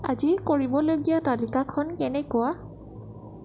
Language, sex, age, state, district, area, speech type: Assamese, female, 18-30, Assam, Sonitpur, rural, read